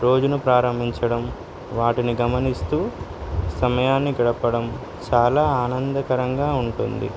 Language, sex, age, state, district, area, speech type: Telugu, male, 18-30, Telangana, Suryapet, urban, spontaneous